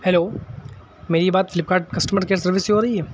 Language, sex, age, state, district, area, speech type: Urdu, male, 18-30, Uttar Pradesh, Shahjahanpur, urban, spontaneous